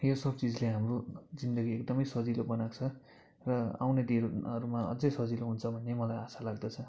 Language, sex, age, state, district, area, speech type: Nepali, male, 18-30, West Bengal, Kalimpong, rural, spontaneous